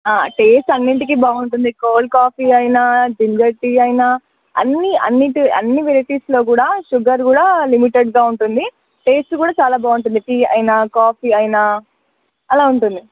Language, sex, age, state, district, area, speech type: Telugu, female, 18-30, Telangana, Nalgonda, urban, conversation